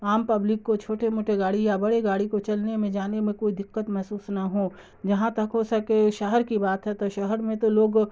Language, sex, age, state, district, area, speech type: Urdu, female, 30-45, Bihar, Darbhanga, rural, spontaneous